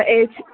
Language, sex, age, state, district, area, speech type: Sanskrit, female, 18-30, Kerala, Thrissur, urban, conversation